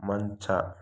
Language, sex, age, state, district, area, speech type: Kannada, male, 45-60, Karnataka, Chikkaballapur, rural, read